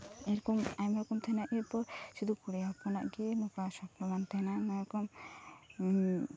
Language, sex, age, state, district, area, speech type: Santali, female, 18-30, West Bengal, Birbhum, rural, spontaneous